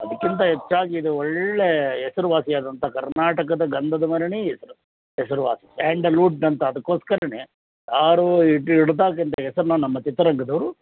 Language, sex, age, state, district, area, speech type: Kannada, male, 60+, Karnataka, Mysore, urban, conversation